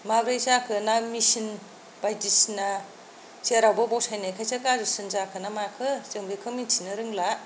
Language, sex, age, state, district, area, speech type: Bodo, female, 60+, Assam, Kokrajhar, rural, spontaneous